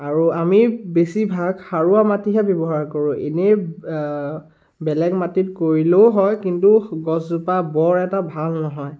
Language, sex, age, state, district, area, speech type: Assamese, male, 18-30, Assam, Biswanath, rural, spontaneous